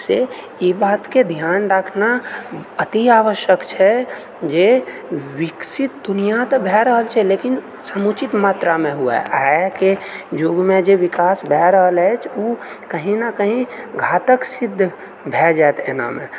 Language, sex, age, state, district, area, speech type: Maithili, male, 30-45, Bihar, Purnia, rural, spontaneous